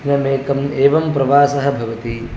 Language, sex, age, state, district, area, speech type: Sanskrit, male, 30-45, Kerala, Kasaragod, rural, spontaneous